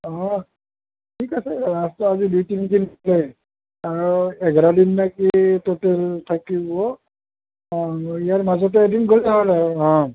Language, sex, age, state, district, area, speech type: Assamese, male, 60+, Assam, Nalbari, rural, conversation